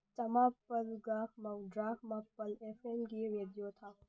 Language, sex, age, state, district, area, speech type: Manipuri, female, 18-30, Manipur, Tengnoupal, urban, read